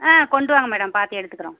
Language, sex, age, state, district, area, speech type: Tamil, female, 30-45, Tamil Nadu, Pudukkottai, rural, conversation